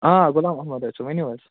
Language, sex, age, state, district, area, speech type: Kashmiri, male, 45-60, Jammu and Kashmir, Budgam, urban, conversation